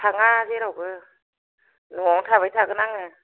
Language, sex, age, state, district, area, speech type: Bodo, female, 30-45, Assam, Kokrajhar, rural, conversation